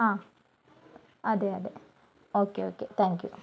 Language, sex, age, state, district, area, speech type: Malayalam, female, 30-45, Kerala, Palakkad, rural, spontaneous